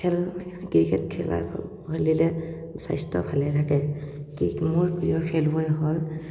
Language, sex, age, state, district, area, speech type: Assamese, male, 18-30, Assam, Morigaon, rural, spontaneous